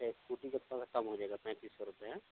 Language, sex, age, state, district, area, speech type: Urdu, male, 30-45, Uttar Pradesh, Ghaziabad, urban, conversation